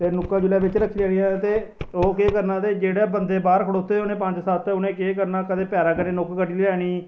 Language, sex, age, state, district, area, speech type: Dogri, male, 30-45, Jammu and Kashmir, Samba, rural, spontaneous